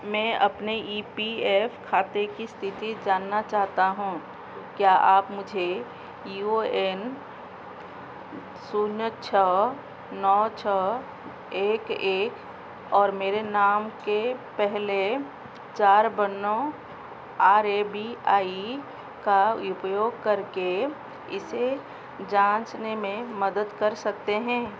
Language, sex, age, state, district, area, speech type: Hindi, female, 45-60, Madhya Pradesh, Chhindwara, rural, read